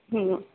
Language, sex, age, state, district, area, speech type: Urdu, female, 18-30, Uttar Pradesh, Mau, urban, conversation